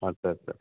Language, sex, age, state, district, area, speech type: Assamese, male, 30-45, Assam, Dhemaji, rural, conversation